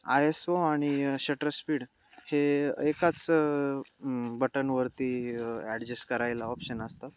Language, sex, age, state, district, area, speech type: Marathi, male, 18-30, Maharashtra, Nashik, urban, spontaneous